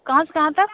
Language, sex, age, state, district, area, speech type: Hindi, female, 30-45, Uttar Pradesh, Sonbhadra, rural, conversation